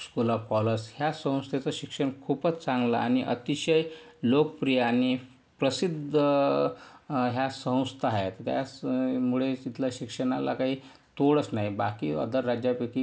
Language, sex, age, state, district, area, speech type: Marathi, male, 45-60, Maharashtra, Yavatmal, urban, spontaneous